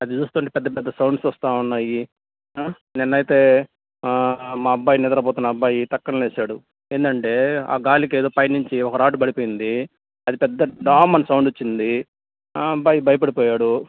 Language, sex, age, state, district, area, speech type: Telugu, male, 30-45, Andhra Pradesh, Nellore, rural, conversation